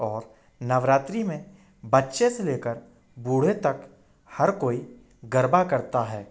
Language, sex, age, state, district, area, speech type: Hindi, male, 18-30, Madhya Pradesh, Indore, urban, spontaneous